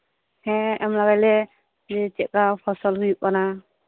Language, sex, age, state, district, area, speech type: Santali, female, 18-30, West Bengal, Birbhum, rural, conversation